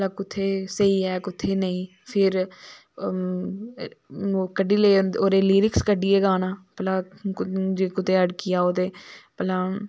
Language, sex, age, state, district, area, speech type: Dogri, female, 18-30, Jammu and Kashmir, Samba, rural, spontaneous